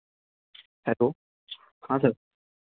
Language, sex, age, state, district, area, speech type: Hindi, male, 18-30, Uttar Pradesh, Chandauli, rural, conversation